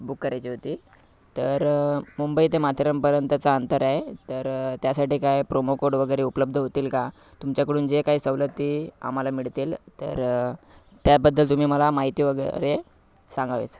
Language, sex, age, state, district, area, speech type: Marathi, male, 18-30, Maharashtra, Thane, urban, spontaneous